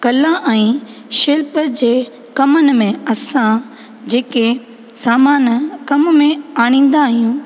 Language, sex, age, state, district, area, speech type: Sindhi, female, 18-30, Rajasthan, Ajmer, urban, spontaneous